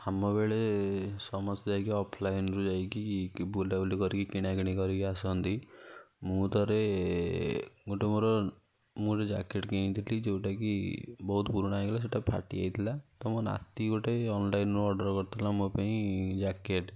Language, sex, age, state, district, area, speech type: Odia, male, 60+, Odisha, Kendujhar, urban, spontaneous